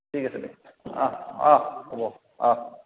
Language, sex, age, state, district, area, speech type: Assamese, male, 45-60, Assam, Goalpara, urban, conversation